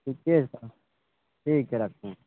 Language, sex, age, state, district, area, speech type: Maithili, male, 18-30, Bihar, Madhepura, rural, conversation